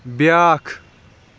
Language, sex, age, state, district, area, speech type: Kashmiri, male, 30-45, Jammu and Kashmir, Kulgam, rural, read